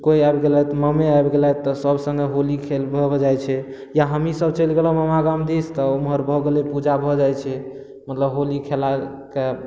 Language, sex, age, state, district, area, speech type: Maithili, male, 18-30, Bihar, Madhubani, rural, spontaneous